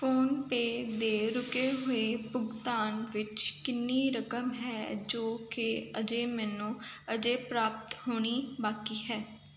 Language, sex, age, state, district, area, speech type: Punjabi, female, 18-30, Punjab, Kapurthala, urban, read